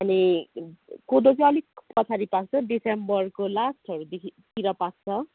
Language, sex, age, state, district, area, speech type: Nepali, female, 30-45, West Bengal, Kalimpong, rural, conversation